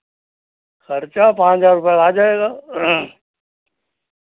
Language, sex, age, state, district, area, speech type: Hindi, male, 60+, Uttar Pradesh, Lucknow, rural, conversation